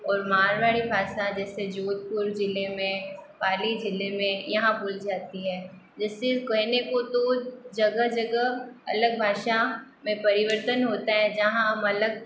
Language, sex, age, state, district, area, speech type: Hindi, female, 18-30, Rajasthan, Jodhpur, urban, spontaneous